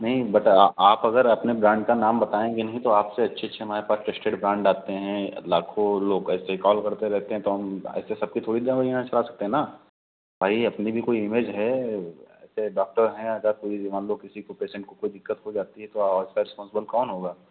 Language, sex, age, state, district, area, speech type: Hindi, male, 30-45, Uttar Pradesh, Hardoi, rural, conversation